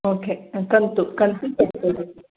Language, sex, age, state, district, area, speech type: Kannada, female, 30-45, Karnataka, Bangalore Rural, rural, conversation